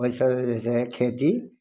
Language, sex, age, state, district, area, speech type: Maithili, male, 60+, Bihar, Samastipur, rural, spontaneous